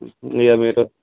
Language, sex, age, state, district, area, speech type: Telugu, male, 18-30, Telangana, Vikarabad, rural, conversation